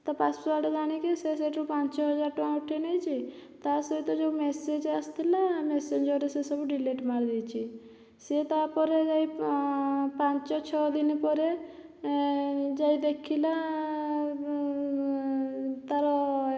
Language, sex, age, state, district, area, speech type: Odia, female, 45-60, Odisha, Boudh, rural, spontaneous